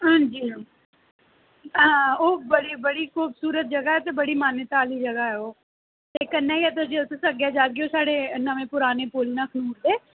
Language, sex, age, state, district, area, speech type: Dogri, female, 30-45, Jammu and Kashmir, Jammu, urban, conversation